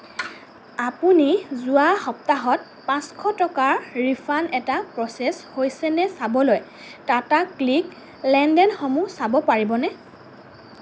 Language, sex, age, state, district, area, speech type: Assamese, female, 18-30, Assam, Lakhimpur, urban, read